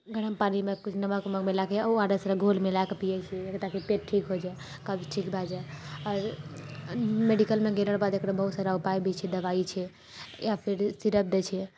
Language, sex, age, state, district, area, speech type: Maithili, female, 18-30, Bihar, Purnia, rural, spontaneous